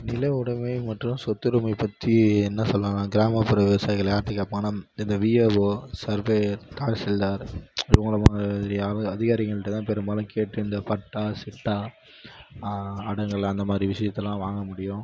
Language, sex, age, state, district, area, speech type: Tamil, male, 18-30, Tamil Nadu, Kallakurichi, rural, spontaneous